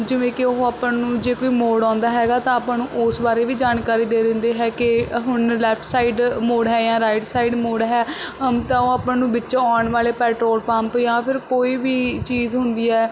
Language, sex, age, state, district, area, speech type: Punjabi, female, 18-30, Punjab, Barnala, urban, spontaneous